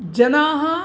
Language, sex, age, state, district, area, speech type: Sanskrit, male, 60+, Tamil Nadu, Mayiladuthurai, urban, spontaneous